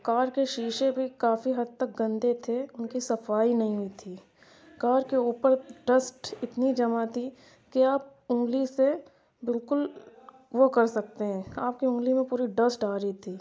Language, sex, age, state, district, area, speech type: Urdu, female, 60+, Uttar Pradesh, Lucknow, rural, spontaneous